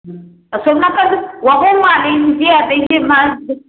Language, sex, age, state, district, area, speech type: Manipuri, female, 30-45, Manipur, Imphal West, rural, conversation